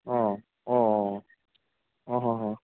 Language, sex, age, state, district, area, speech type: Assamese, male, 45-60, Assam, Morigaon, rural, conversation